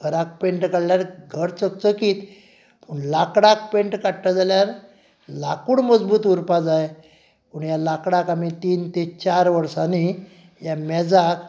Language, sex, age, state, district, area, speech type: Goan Konkani, male, 45-60, Goa, Canacona, rural, spontaneous